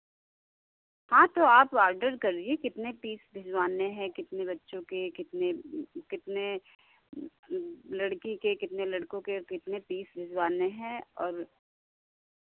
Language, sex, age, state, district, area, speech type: Hindi, female, 60+, Uttar Pradesh, Sitapur, rural, conversation